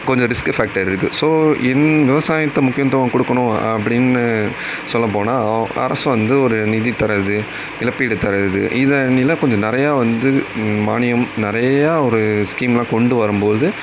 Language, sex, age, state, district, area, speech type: Tamil, male, 30-45, Tamil Nadu, Tiruvarur, rural, spontaneous